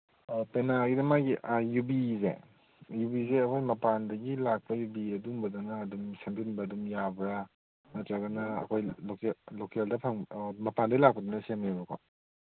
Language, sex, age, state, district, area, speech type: Manipuri, male, 30-45, Manipur, Kangpokpi, urban, conversation